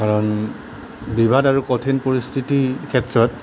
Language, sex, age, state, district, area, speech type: Assamese, male, 30-45, Assam, Nalbari, rural, spontaneous